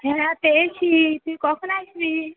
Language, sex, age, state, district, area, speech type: Bengali, female, 45-60, West Bengal, Uttar Dinajpur, urban, conversation